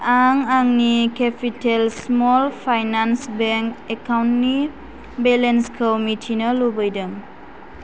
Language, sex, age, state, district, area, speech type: Bodo, female, 18-30, Assam, Chirang, rural, read